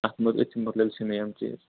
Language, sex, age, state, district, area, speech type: Kashmiri, male, 30-45, Jammu and Kashmir, Kupwara, rural, conversation